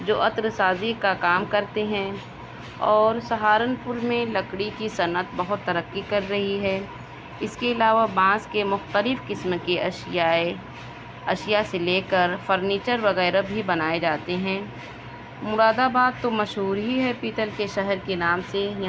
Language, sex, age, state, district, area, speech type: Urdu, female, 18-30, Uttar Pradesh, Mau, urban, spontaneous